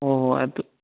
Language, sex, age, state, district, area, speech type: Manipuri, male, 30-45, Manipur, Thoubal, rural, conversation